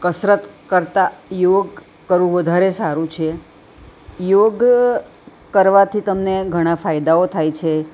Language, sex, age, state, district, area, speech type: Gujarati, female, 60+, Gujarat, Ahmedabad, urban, spontaneous